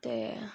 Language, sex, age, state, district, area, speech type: Dogri, female, 45-60, Jammu and Kashmir, Udhampur, rural, spontaneous